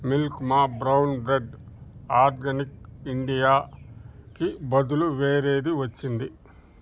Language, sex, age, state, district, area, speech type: Telugu, male, 60+, Andhra Pradesh, Sri Balaji, urban, read